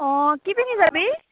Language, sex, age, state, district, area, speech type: Assamese, female, 18-30, Assam, Morigaon, rural, conversation